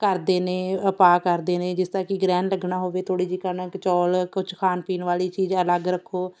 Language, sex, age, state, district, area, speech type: Punjabi, female, 30-45, Punjab, Shaheed Bhagat Singh Nagar, rural, spontaneous